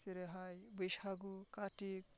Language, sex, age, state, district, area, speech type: Bodo, male, 18-30, Assam, Baksa, rural, spontaneous